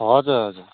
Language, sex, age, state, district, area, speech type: Nepali, male, 18-30, West Bengal, Kalimpong, rural, conversation